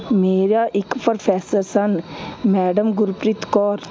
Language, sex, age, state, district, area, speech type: Punjabi, female, 30-45, Punjab, Hoshiarpur, urban, spontaneous